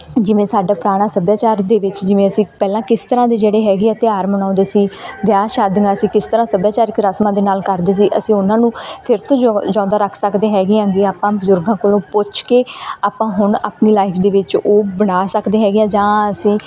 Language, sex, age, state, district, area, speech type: Punjabi, female, 18-30, Punjab, Bathinda, rural, spontaneous